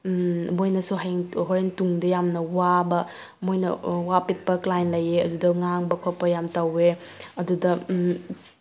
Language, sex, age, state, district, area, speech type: Manipuri, female, 30-45, Manipur, Tengnoupal, rural, spontaneous